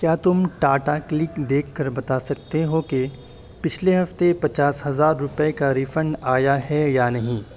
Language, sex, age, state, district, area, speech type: Urdu, male, 18-30, Uttar Pradesh, Saharanpur, urban, read